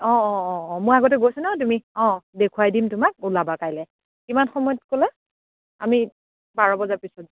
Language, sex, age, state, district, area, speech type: Assamese, female, 30-45, Assam, Dibrugarh, rural, conversation